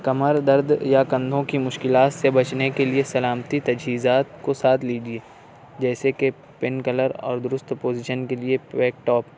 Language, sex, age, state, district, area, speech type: Urdu, male, 45-60, Maharashtra, Nashik, urban, spontaneous